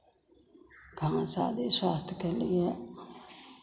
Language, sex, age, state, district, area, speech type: Hindi, female, 45-60, Bihar, Begusarai, rural, spontaneous